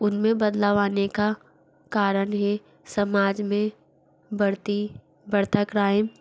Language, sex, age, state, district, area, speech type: Hindi, female, 60+, Madhya Pradesh, Bhopal, urban, spontaneous